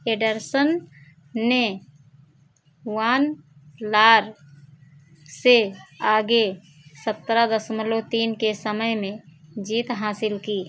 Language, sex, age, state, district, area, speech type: Hindi, female, 45-60, Uttar Pradesh, Ayodhya, rural, read